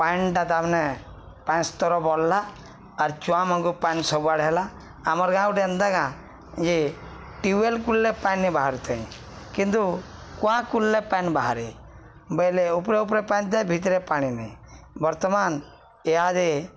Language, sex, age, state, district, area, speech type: Odia, male, 45-60, Odisha, Balangir, urban, spontaneous